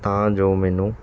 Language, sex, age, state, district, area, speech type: Punjabi, male, 30-45, Punjab, Mansa, urban, spontaneous